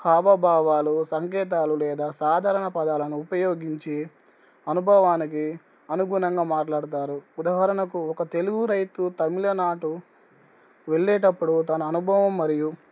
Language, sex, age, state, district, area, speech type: Telugu, male, 18-30, Telangana, Nizamabad, urban, spontaneous